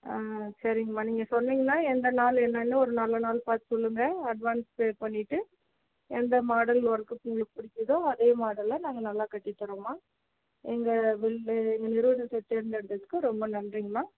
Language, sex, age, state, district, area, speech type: Tamil, female, 30-45, Tamil Nadu, Dharmapuri, rural, conversation